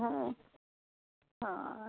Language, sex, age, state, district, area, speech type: Maithili, female, 45-60, Bihar, Muzaffarpur, rural, conversation